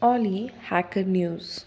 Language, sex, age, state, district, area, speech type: Marathi, female, 18-30, Maharashtra, Osmanabad, rural, read